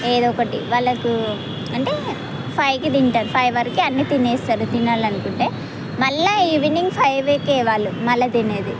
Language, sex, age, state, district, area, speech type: Telugu, female, 18-30, Telangana, Mahbubnagar, rural, spontaneous